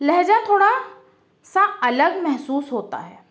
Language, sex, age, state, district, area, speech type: Urdu, female, 18-30, Uttar Pradesh, Balrampur, rural, spontaneous